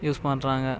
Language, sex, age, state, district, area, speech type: Tamil, male, 30-45, Tamil Nadu, Cuddalore, rural, spontaneous